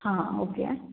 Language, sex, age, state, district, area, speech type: Kannada, female, 18-30, Karnataka, Hassan, urban, conversation